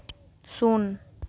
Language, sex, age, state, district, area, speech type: Santali, female, 18-30, West Bengal, Paschim Bardhaman, rural, read